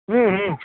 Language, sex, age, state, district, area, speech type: Kannada, male, 18-30, Karnataka, Shimoga, urban, conversation